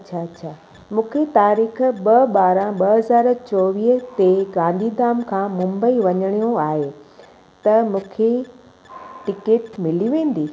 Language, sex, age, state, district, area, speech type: Sindhi, female, 45-60, Gujarat, Kutch, urban, spontaneous